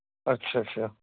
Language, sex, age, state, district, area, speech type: Punjabi, male, 45-60, Punjab, Moga, rural, conversation